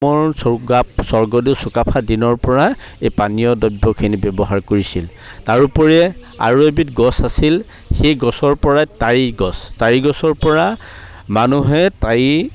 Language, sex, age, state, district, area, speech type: Assamese, male, 45-60, Assam, Charaideo, rural, spontaneous